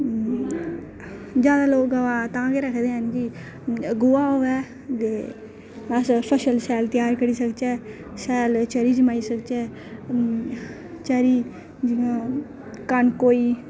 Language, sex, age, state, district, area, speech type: Dogri, female, 18-30, Jammu and Kashmir, Reasi, rural, spontaneous